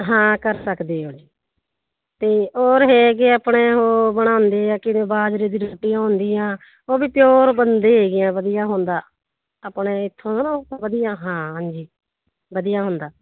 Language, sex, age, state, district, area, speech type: Punjabi, female, 45-60, Punjab, Muktsar, urban, conversation